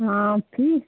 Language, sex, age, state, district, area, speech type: Marathi, female, 45-60, Maharashtra, Washim, rural, conversation